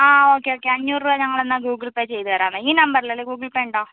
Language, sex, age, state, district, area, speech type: Malayalam, female, 30-45, Kerala, Kozhikode, urban, conversation